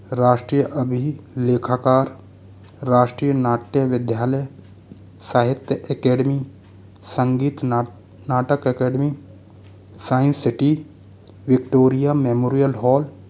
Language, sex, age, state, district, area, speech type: Hindi, male, 60+, Rajasthan, Jaipur, urban, spontaneous